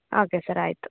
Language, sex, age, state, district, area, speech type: Kannada, female, 18-30, Karnataka, Chikkamagaluru, rural, conversation